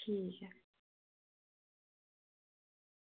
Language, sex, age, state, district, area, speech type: Dogri, female, 30-45, Jammu and Kashmir, Reasi, rural, conversation